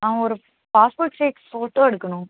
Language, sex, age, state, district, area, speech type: Tamil, female, 18-30, Tamil Nadu, Tirunelveli, rural, conversation